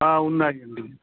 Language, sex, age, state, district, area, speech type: Telugu, male, 60+, Telangana, Warangal, urban, conversation